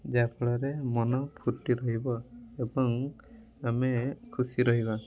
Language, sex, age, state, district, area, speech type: Odia, male, 18-30, Odisha, Mayurbhanj, rural, spontaneous